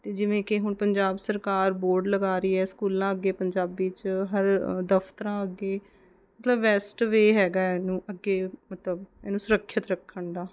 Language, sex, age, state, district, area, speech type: Punjabi, female, 30-45, Punjab, Mohali, urban, spontaneous